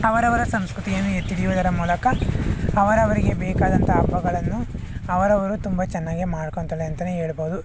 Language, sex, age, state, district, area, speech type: Kannada, male, 45-60, Karnataka, Bangalore Rural, rural, spontaneous